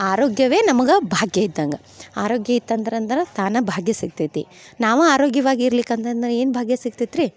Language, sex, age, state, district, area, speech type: Kannada, female, 30-45, Karnataka, Dharwad, urban, spontaneous